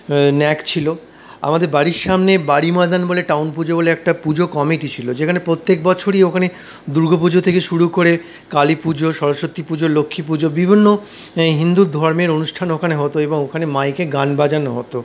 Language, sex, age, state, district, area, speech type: Bengali, male, 45-60, West Bengal, Paschim Bardhaman, urban, spontaneous